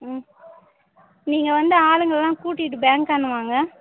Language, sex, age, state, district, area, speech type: Tamil, female, 30-45, Tamil Nadu, Tirupattur, rural, conversation